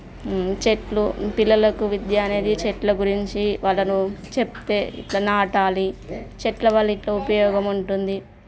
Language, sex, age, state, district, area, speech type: Telugu, female, 30-45, Telangana, Jagtial, rural, spontaneous